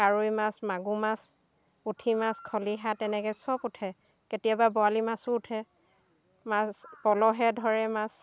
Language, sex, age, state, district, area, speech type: Assamese, female, 60+, Assam, Dhemaji, rural, spontaneous